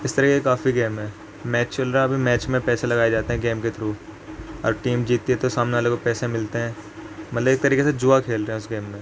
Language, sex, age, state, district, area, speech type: Urdu, male, 18-30, Uttar Pradesh, Ghaziabad, urban, spontaneous